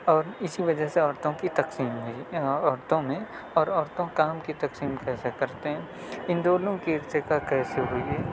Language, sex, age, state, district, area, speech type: Urdu, male, 18-30, Delhi, South Delhi, urban, spontaneous